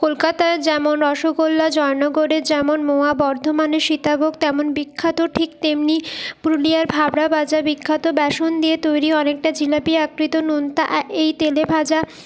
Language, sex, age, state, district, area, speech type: Bengali, female, 30-45, West Bengal, Purulia, urban, spontaneous